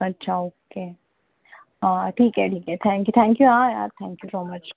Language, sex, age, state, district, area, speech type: Marathi, female, 30-45, Maharashtra, Mumbai Suburban, urban, conversation